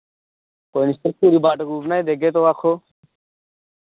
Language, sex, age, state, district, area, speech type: Dogri, male, 18-30, Jammu and Kashmir, Kathua, rural, conversation